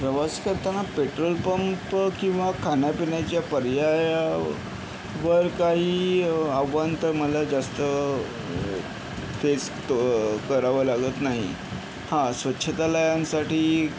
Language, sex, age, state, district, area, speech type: Marathi, male, 60+, Maharashtra, Yavatmal, urban, spontaneous